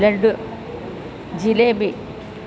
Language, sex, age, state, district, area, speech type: Malayalam, female, 60+, Kerala, Alappuzha, urban, spontaneous